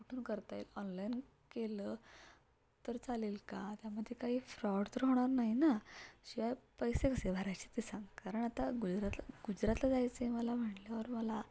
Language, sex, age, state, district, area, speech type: Marathi, female, 18-30, Maharashtra, Satara, urban, spontaneous